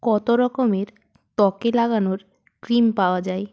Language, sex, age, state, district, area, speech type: Bengali, female, 18-30, West Bengal, North 24 Parganas, rural, read